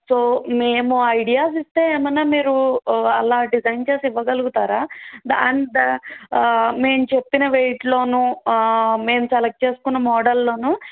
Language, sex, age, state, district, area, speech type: Telugu, female, 30-45, Andhra Pradesh, N T Rama Rao, urban, conversation